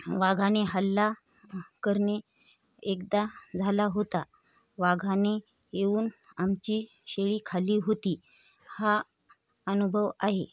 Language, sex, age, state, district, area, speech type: Marathi, female, 45-60, Maharashtra, Hingoli, urban, spontaneous